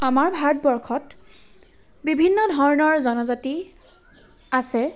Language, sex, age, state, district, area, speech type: Assamese, female, 18-30, Assam, Charaideo, urban, spontaneous